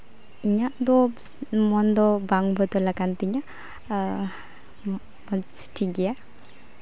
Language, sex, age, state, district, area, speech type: Santali, female, 18-30, West Bengal, Uttar Dinajpur, rural, spontaneous